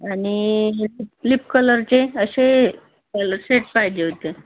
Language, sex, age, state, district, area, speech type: Marathi, female, 30-45, Maharashtra, Amravati, urban, conversation